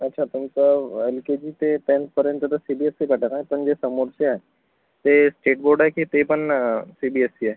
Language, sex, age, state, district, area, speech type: Marathi, male, 60+, Maharashtra, Akola, rural, conversation